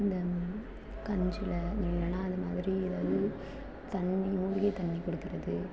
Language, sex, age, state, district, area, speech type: Tamil, female, 18-30, Tamil Nadu, Thanjavur, rural, spontaneous